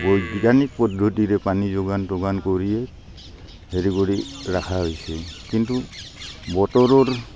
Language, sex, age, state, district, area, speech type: Assamese, male, 45-60, Assam, Barpeta, rural, spontaneous